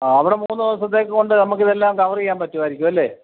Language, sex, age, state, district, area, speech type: Malayalam, male, 45-60, Kerala, Kottayam, rural, conversation